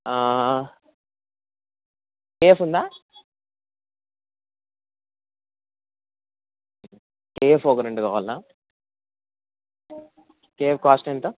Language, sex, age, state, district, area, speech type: Telugu, male, 18-30, Andhra Pradesh, Anantapur, urban, conversation